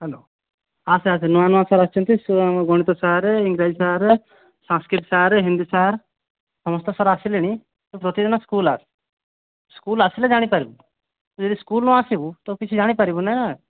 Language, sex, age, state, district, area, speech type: Odia, male, 18-30, Odisha, Boudh, rural, conversation